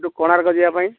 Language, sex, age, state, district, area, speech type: Odia, male, 45-60, Odisha, Balasore, rural, conversation